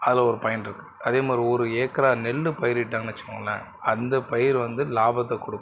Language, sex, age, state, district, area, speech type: Tamil, male, 60+, Tamil Nadu, Mayiladuthurai, rural, spontaneous